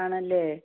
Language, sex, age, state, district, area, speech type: Malayalam, female, 60+, Kerala, Wayanad, rural, conversation